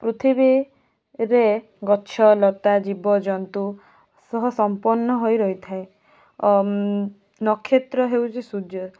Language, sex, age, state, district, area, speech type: Odia, female, 18-30, Odisha, Balasore, rural, spontaneous